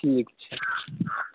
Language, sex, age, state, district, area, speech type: Maithili, male, 30-45, Bihar, Muzaffarpur, urban, conversation